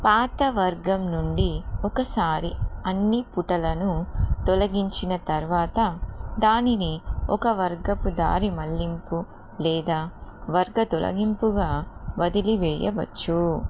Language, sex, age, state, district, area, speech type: Telugu, female, 30-45, Telangana, Jagtial, urban, read